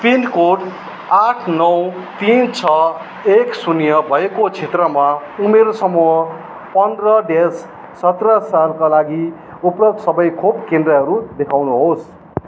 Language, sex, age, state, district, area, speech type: Nepali, male, 30-45, West Bengal, Darjeeling, rural, read